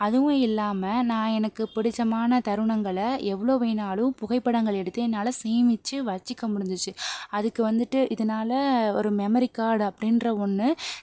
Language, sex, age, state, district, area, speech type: Tamil, female, 18-30, Tamil Nadu, Pudukkottai, rural, spontaneous